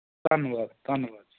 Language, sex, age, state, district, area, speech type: Punjabi, male, 18-30, Punjab, Mansa, rural, conversation